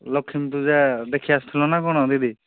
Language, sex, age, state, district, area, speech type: Odia, male, 45-60, Odisha, Angul, rural, conversation